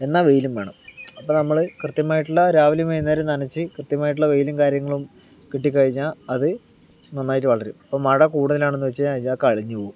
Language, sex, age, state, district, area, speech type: Malayalam, male, 30-45, Kerala, Palakkad, urban, spontaneous